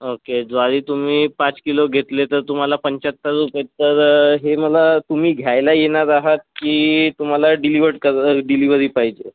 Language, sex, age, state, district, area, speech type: Marathi, female, 18-30, Maharashtra, Bhandara, urban, conversation